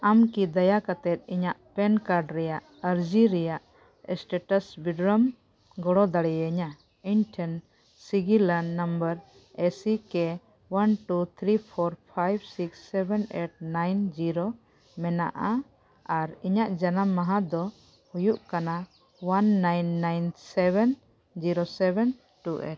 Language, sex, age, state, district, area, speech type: Santali, female, 45-60, Jharkhand, Bokaro, rural, read